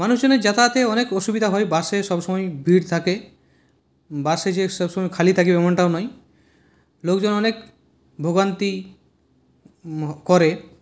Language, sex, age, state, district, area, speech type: Bengali, male, 30-45, West Bengal, Purulia, rural, spontaneous